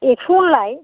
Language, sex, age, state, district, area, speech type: Bodo, female, 60+, Assam, Kokrajhar, rural, conversation